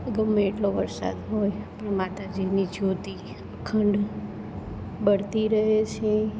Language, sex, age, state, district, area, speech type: Gujarati, female, 30-45, Gujarat, Surat, urban, spontaneous